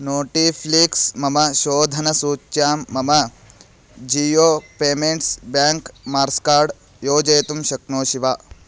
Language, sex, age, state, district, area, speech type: Sanskrit, male, 18-30, Karnataka, Bagalkot, rural, read